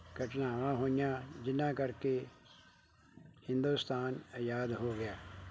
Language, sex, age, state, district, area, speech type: Punjabi, male, 60+, Punjab, Bathinda, rural, spontaneous